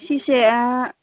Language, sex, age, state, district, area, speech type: Manipuri, female, 18-30, Manipur, Chandel, rural, conversation